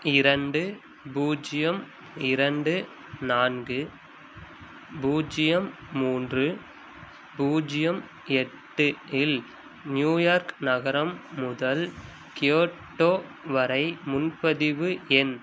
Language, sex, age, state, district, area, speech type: Tamil, male, 18-30, Tamil Nadu, Madurai, urban, read